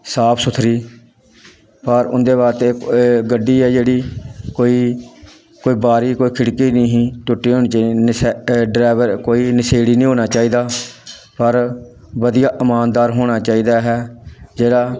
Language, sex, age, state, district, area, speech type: Punjabi, male, 45-60, Punjab, Pathankot, rural, spontaneous